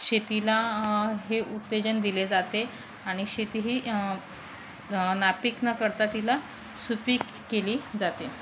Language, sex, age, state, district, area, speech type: Marathi, female, 30-45, Maharashtra, Thane, urban, spontaneous